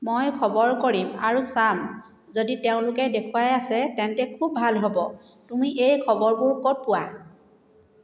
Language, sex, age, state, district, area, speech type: Assamese, female, 30-45, Assam, Sivasagar, rural, read